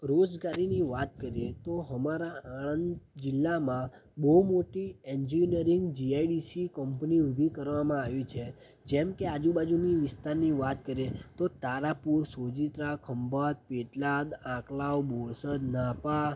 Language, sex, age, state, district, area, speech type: Gujarati, male, 18-30, Gujarat, Anand, rural, spontaneous